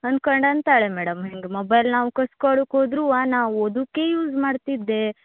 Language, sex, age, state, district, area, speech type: Kannada, female, 30-45, Karnataka, Uttara Kannada, rural, conversation